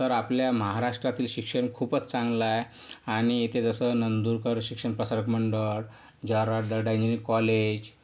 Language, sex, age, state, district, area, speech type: Marathi, male, 45-60, Maharashtra, Yavatmal, urban, spontaneous